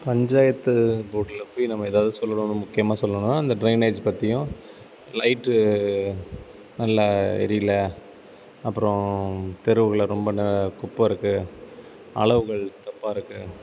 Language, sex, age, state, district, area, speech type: Tamil, male, 30-45, Tamil Nadu, Thanjavur, rural, spontaneous